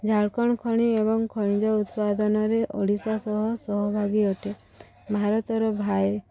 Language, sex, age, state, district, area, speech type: Odia, female, 18-30, Odisha, Subarnapur, urban, spontaneous